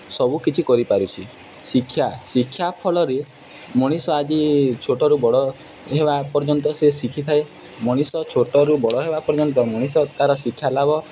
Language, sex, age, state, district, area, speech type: Odia, male, 18-30, Odisha, Nuapada, urban, spontaneous